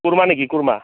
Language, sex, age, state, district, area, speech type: Assamese, male, 30-45, Assam, Darrang, rural, conversation